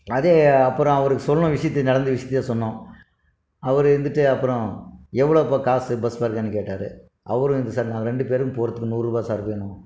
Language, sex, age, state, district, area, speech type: Tamil, male, 60+, Tamil Nadu, Krishnagiri, rural, spontaneous